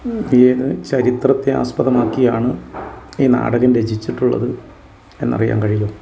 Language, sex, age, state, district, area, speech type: Malayalam, male, 45-60, Kerala, Wayanad, rural, spontaneous